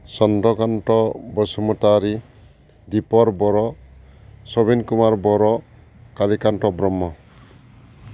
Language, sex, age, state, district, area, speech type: Bodo, male, 45-60, Assam, Baksa, urban, spontaneous